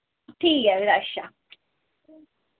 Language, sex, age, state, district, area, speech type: Dogri, female, 18-30, Jammu and Kashmir, Udhampur, rural, conversation